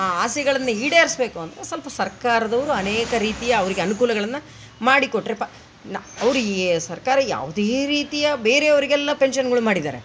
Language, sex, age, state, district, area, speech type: Kannada, female, 45-60, Karnataka, Vijayanagara, rural, spontaneous